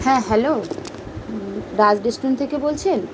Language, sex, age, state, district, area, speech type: Bengali, female, 30-45, West Bengal, Kolkata, urban, spontaneous